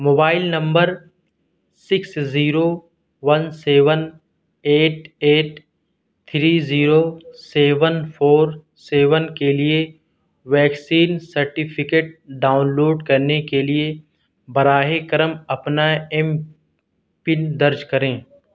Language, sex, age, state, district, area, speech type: Urdu, male, 30-45, Delhi, South Delhi, rural, read